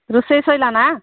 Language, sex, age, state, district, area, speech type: Odia, female, 45-60, Odisha, Angul, rural, conversation